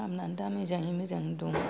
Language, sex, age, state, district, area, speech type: Bodo, female, 60+, Assam, Kokrajhar, rural, spontaneous